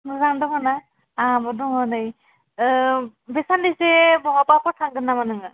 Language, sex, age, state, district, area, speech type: Bodo, female, 18-30, Assam, Kokrajhar, rural, conversation